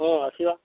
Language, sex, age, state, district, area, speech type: Odia, male, 60+, Odisha, Jharsuguda, rural, conversation